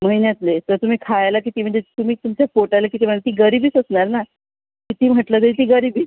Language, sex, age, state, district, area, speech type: Marathi, female, 18-30, Maharashtra, Thane, urban, conversation